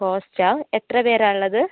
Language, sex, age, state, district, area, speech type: Malayalam, female, 45-60, Kerala, Wayanad, rural, conversation